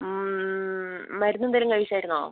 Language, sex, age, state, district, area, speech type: Malayalam, female, 30-45, Kerala, Wayanad, rural, conversation